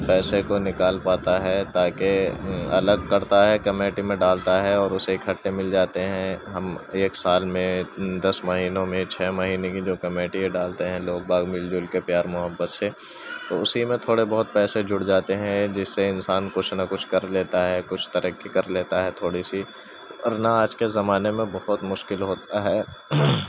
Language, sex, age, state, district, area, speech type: Urdu, male, 18-30, Uttar Pradesh, Gautam Buddha Nagar, rural, spontaneous